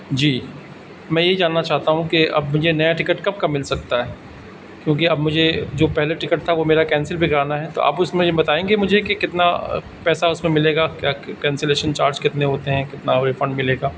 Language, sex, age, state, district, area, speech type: Urdu, male, 45-60, Delhi, South Delhi, urban, spontaneous